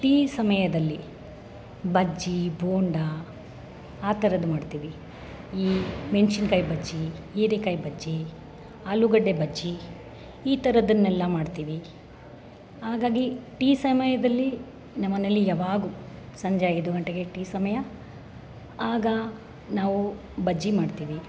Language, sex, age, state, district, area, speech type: Kannada, male, 30-45, Karnataka, Bangalore Rural, rural, spontaneous